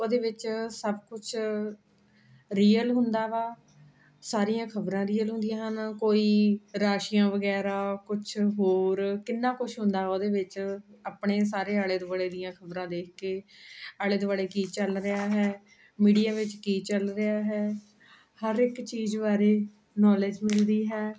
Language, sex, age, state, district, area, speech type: Punjabi, female, 45-60, Punjab, Ludhiana, urban, spontaneous